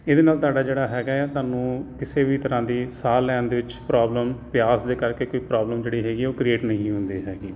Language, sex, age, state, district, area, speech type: Punjabi, male, 45-60, Punjab, Jalandhar, urban, spontaneous